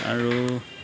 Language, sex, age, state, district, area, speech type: Assamese, male, 30-45, Assam, Charaideo, urban, spontaneous